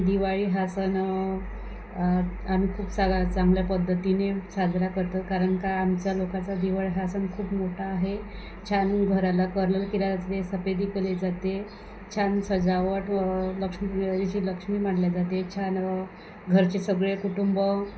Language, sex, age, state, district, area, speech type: Marathi, female, 30-45, Maharashtra, Wardha, rural, spontaneous